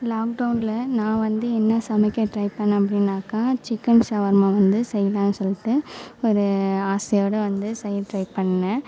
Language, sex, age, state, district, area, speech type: Tamil, female, 18-30, Tamil Nadu, Mayiladuthurai, urban, spontaneous